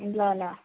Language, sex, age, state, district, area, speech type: Nepali, female, 18-30, West Bengal, Jalpaiguri, urban, conversation